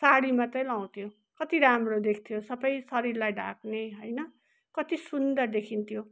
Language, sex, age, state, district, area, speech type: Nepali, female, 60+, West Bengal, Kalimpong, rural, spontaneous